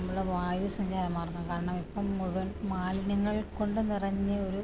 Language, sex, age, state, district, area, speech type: Malayalam, female, 30-45, Kerala, Pathanamthitta, rural, spontaneous